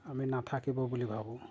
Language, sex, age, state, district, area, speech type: Assamese, male, 45-60, Assam, Golaghat, rural, spontaneous